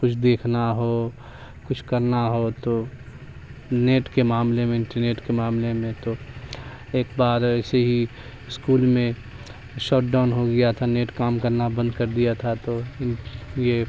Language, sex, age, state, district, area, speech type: Urdu, male, 18-30, Bihar, Darbhanga, urban, spontaneous